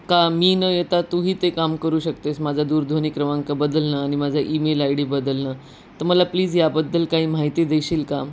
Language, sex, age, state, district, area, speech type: Marathi, female, 30-45, Maharashtra, Nanded, urban, spontaneous